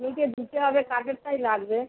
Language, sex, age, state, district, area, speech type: Bengali, female, 60+, West Bengal, Darjeeling, rural, conversation